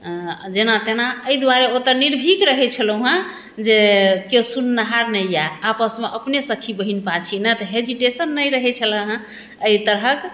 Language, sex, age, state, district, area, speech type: Maithili, female, 30-45, Bihar, Madhubani, urban, spontaneous